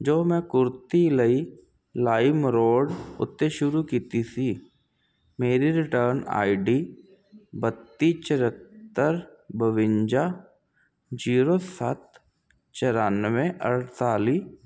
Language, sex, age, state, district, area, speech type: Punjabi, male, 30-45, Punjab, Jalandhar, urban, read